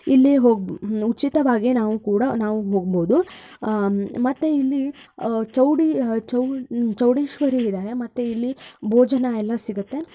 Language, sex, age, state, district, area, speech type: Kannada, female, 18-30, Karnataka, Shimoga, urban, spontaneous